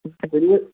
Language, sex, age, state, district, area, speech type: Kashmiri, male, 30-45, Jammu and Kashmir, Kulgam, urban, conversation